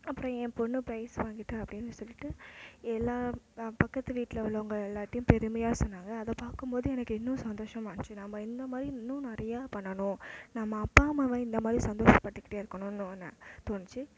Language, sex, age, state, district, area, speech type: Tamil, female, 18-30, Tamil Nadu, Mayiladuthurai, urban, spontaneous